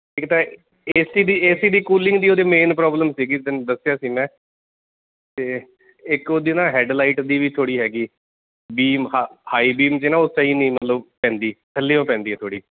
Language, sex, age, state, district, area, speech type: Punjabi, male, 30-45, Punjab, Bathinda, urban, conversation